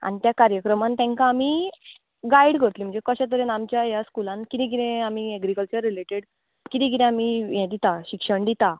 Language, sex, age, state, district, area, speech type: Goan Konkani, female, 18-30, Goa, Ponda, rural, conversation